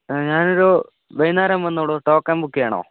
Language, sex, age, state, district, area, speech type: Malayalam, male, 30-45, Kerala, Wayanad, rural, conversation